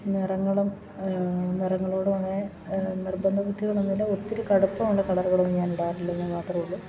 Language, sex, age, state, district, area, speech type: Malayalam, female, 45-60, Kerala, Idukki, rural, spontaneous